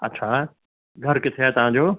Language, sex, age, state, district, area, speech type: Sindhi, male, 60+, Rajasthan, Ajmer, urban, conversation